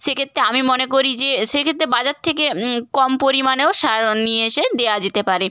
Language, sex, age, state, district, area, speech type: Bengali, female, 18-30, West Bengal, Bankura, rural, spontaneous